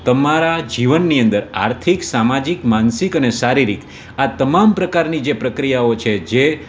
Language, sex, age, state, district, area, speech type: Gujarati, male, 30-45, Gujarat, Rajkot, urban, spontaneous